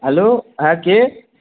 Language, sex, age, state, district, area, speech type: Bengali, male, 18-30, West Bengal, Darjeeling, urban, conversation